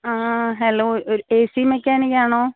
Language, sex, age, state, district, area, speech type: Malayalam, female, 18-30, Kerala, Kollam, urban, conversation